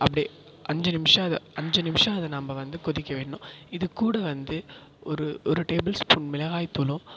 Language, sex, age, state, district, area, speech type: Tamil, male, 18-30, Tamil Nadu, Perambalur, urban, spontaneous